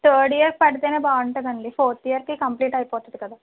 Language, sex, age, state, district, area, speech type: Telugu, female, 45-60, Andhra Pradesh, East Godavari, rural, conversation